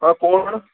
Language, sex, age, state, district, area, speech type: Goan Konkani, male, 18-30, Goa, Murmgao, urban, conversation